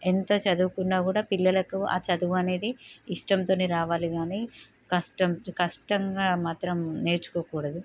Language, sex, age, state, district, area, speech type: Telugu, female, 30-45, Telangana, Peddapalli, rural, spontaneous